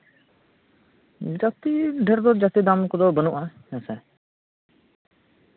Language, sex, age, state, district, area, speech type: Santali, male, 18-30, Jharkhand, Seraikela Kharsawan, rural, conversation